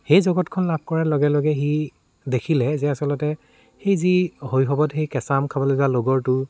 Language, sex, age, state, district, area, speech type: Assamese, male, 18-30, Assam, Dibrugarh, rural, spontaneous